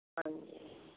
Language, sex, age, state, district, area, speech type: Punjabi, female, 60+, Punjab, Fazilka, rural, conversation